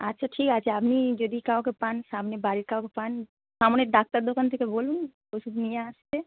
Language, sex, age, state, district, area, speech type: Bengali, female, 30-45, West Bengal, North 24 Parganas, urban, conversation